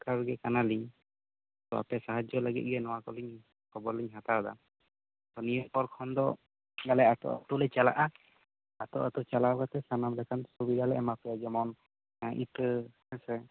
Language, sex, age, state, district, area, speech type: Santali, male, 18-30, West Bengal, Bankura, rural, conversation